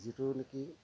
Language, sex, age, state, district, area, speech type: Assamese, male, 30-45, Assam, Dhemaji, rural, spontaneous